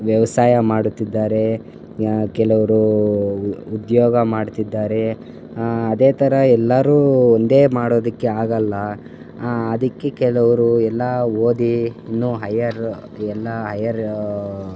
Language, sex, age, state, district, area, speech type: Kannada, male, 18-30, Karnataka, Chikkaballapur, rural, spontaneous